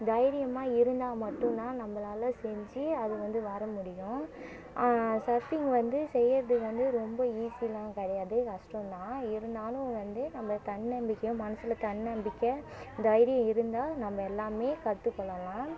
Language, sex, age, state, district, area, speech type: Tamil, female, 18-30, Tamil Nadu, Cuddalore, rural, spontaneous